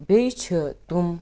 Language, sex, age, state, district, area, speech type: Kashmiri, male, 18-30, Jammu and Kashmir, Kupwara, rural, spontaneous